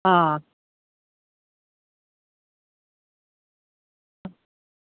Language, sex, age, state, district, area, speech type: Dogri, female, 60+, Jammu and Kashmir, Reasi, rural, conversation